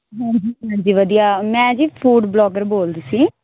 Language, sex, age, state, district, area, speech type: Punjabi, female, 18-30, Punjab, Muktsar, urban, conversation